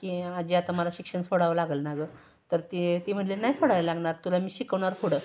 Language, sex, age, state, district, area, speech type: Marathi, female, 18-30, Maharashtra, Satara, urban, spontaneous